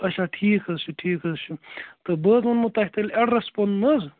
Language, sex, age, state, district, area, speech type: Kashmiri, male, 18-30, Jammu and Kashmir, Kupwara, rural, conversation